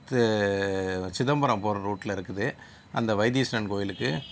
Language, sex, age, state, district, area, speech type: Tamil, male, 60+, Tamil Nadu, Sivaganga, urban, spontaneous